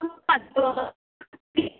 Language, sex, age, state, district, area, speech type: Hindi, female, 18-30, Uttar Pradesh, Prayagraj, urban, conversation